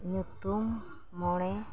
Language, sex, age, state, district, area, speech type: Santali, female, 30-45, Jharkhand, East Singhbhum, rural, spontaneous